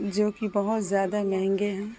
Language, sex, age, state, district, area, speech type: Urdu, female, 30-45, Bihar, Saharsa, rural, spontaneous